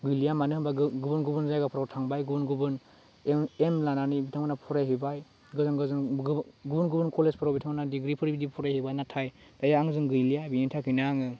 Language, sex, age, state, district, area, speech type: Bodo, male, 18-30, Assam, Udalguri, urban, spontaneous